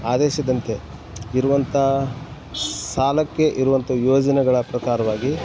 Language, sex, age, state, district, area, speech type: Kannada, male, 45-60, Karnataka, Koppal, rural, spontaneous